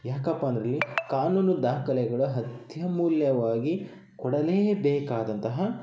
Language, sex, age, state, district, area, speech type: Kannada, male, 30-45, Karnataka, Chitradurga, rural, spontaneous